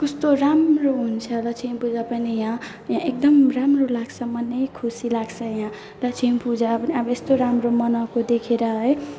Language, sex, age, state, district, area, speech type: Nepali, female, 30-45, West Bengal, Alipurduar, urban, spontaneous